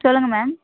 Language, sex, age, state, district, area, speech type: Tamil, female, 18-30, Tamil Nadu, Perambalur, urban, conversation